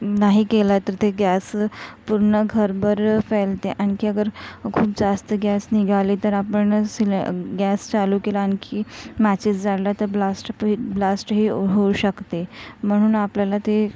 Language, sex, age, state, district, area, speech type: Marathi, female, 45-60, Maharashtra, Nagpur, rural, spontaneous